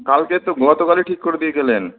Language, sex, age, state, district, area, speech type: Bengali, male, 18-30, West Bengal, Malda, rural, conversation